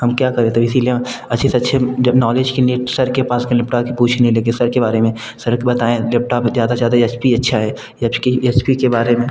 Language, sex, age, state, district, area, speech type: Hindi, male, 18-30, Uttar Pradesh, Bhadohi, urban, spontaneous